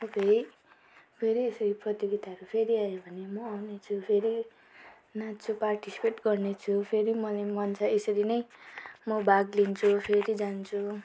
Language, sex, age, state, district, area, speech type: Nepali, female, 18-30, West Bengal, Darjeeling, rural, spontaneous